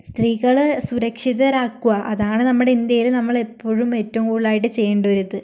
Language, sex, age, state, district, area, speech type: Malayalam, female, 18-30, Kerala, Kozhikode, rural, spontaneous